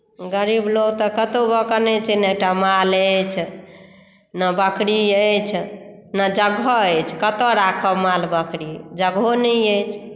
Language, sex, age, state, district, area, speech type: Maithili, female, 60+, Bihar, Madhubani, rural, spontaneous